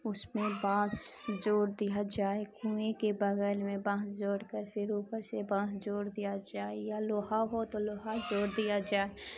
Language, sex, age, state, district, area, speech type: Urdu, female, 18-30, Bihar, Khagaria, rural, spontaneous